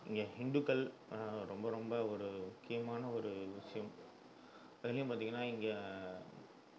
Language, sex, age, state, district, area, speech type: Tamil, male, 30-45, Tamil Nadu, Kallakurichi, urban, spontaneous